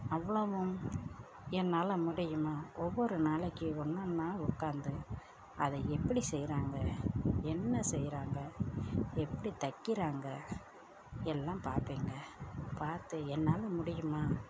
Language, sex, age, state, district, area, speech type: Tamil, female, 45-60, Tamil Nadu, Perambalur, rural, spontaneous